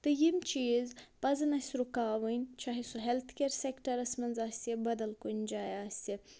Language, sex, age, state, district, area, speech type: Kashmiri, female, 30-45, Jammu and Kashmir, Budgam, rural, spontaneous